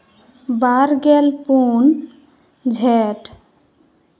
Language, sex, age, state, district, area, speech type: Santali, female, 18-30, West Bengal, Paschim Bardhaman, urban, spontaneous